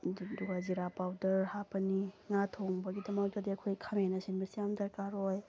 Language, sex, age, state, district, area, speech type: Manipuri, female, 30-45, Manipur, Tengnoupal, rural, spontaneous